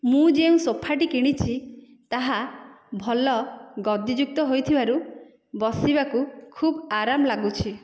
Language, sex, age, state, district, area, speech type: Odia, female, 45-60, Odisha, Dhenkanal, rural, spontaneous